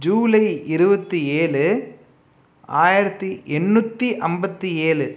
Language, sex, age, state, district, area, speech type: Tamil, male, 18-30, Tamil Nadu, Pudukkottai, rural, spontaneous